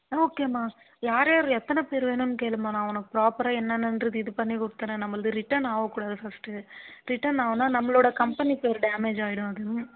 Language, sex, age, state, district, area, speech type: Tamil, female, 18-30, Tamil Nadu, Vellore, urban, conversation